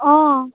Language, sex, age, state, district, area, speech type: Assamese, female, 18-30, Assam, Dhemaji, rural, conversation